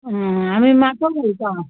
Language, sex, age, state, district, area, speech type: Goan Konkani, female, 45-60, Goa, Ponda, rural, conversation